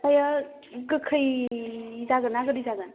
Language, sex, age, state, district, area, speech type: Bodo, female, 18-30, Assam, Chirang, rural, conversation